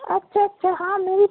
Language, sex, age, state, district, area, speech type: Urdu, male, 30-45, Uttar Pradesh, Gautam Buddha Nagar, rural, conversation